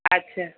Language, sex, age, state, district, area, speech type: Sindhi, female, 45-60, Gujarat, Surat, urban, conversation